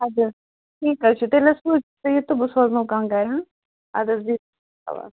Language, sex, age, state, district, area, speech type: Kashmiri, female, 30-45, Jammu and Kashmir, Ganderbal, rural, conversation